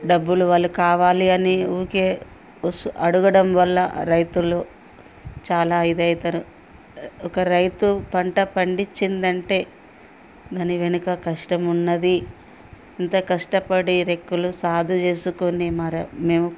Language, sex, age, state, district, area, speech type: Telugu, female, 45-60, Telangana, Ranga Reddy, rural, spontaneous